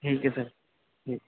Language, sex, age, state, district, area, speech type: Urdu, male, 18-30, Uttar Pradesh, Saharanpur, urban, conversation